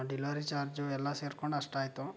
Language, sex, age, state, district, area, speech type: Kannada, male, 18-30, Karnataka, Chikkaballapur, rural, spontaneous